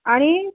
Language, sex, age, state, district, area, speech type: Marathi, female, 60+, Maharashtra, Nanded, urban, conversation